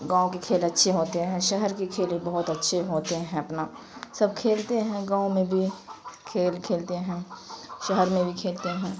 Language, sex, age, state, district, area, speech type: Urdu, female, 18-30, Bihar, Khagaria, rural, spontaneous